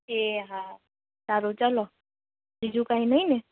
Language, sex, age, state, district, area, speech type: Gujarati, female, 18-30, Gujarat, Rajkot, rural, conversation